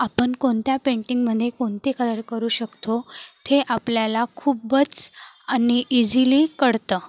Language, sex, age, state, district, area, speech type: Marathi, female, 18-30, Maharashtra, Nagpur, urban, spontaneous